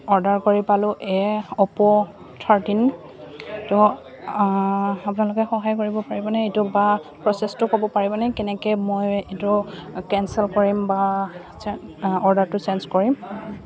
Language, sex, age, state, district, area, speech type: Assamese, female, 18-30, Assam, Goalpara, rural, spontaneous